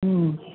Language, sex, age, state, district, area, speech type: Maithili, male, 45-60, Bihar, Madhubani, rural, conversation